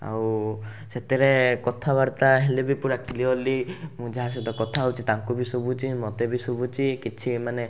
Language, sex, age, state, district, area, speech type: Odia, male, 18-30, Odisha, Rayagada, urban, spontaneous